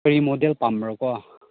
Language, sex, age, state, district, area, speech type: Manipuri, male, 30-45, Manipur, Chandel, rural, conversation